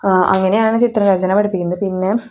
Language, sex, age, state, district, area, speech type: Malayalam, female, 18-30, Kerala, Thrissur, rural, spontaneous